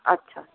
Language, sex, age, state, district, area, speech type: Bengali, female, 60+, West Bengal, Paschim Bardhaman, urban, conversation